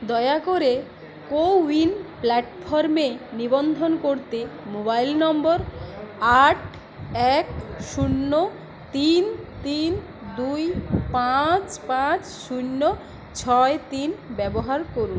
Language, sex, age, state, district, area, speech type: Bengali, female, 30-45, West Bengal, Uttar Dinajpur, rural, read